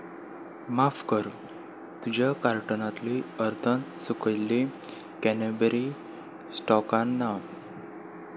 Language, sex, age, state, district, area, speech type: Goan Konkani, male, 18-30, Goa, Salcete, urban, read